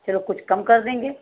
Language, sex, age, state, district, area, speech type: Hindi, female, 60+, Uttar Pradesh, Sitapur, rural, conversation